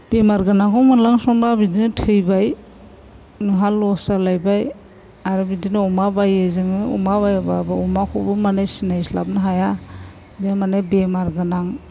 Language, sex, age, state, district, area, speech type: Bodo, female, 60+, Assam, Chirang, rural, spontaneous